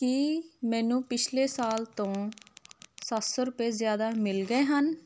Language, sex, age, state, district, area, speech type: Punjabi, female, 30-45, Punjab, Hoshiarpur, rural, read